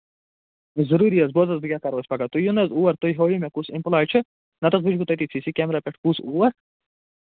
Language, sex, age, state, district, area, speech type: Kashmiri, male, 45-60, Jammu and Kashmir, Budgam, urban, conversation